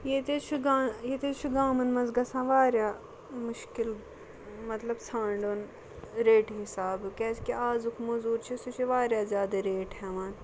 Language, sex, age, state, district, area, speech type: Kashmiri, female, 30-45, Jammu and Kashmir, Ganderbal, rural, spontaneous